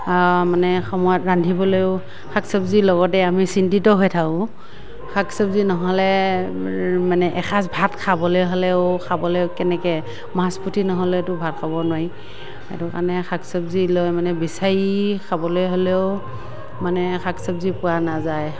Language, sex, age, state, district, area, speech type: Assamese, female, 45-60, Assam, Morigaon, rural, spontaneous